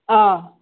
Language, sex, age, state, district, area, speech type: Manipuri, female, 30-45, Manipur, Senapati, rural, conversation